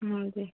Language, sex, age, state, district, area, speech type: Punjabi, female, 18-30, Punjab, Mansa, rural, conversation